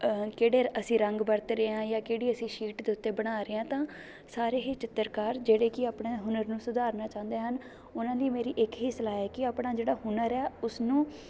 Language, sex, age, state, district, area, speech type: Punjabi, female, 18-30, Punjab, Shaheed Bhagat Singh Nagar, rural, spontaneous